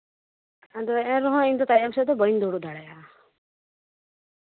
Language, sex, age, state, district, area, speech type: Santali, female, 18-30, West Bengal, Paschim Bardhaman, rural, conversation